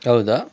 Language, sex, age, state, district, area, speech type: Kannada, male, 18-30, Karnataka, Chitradurga, rural, spontaneous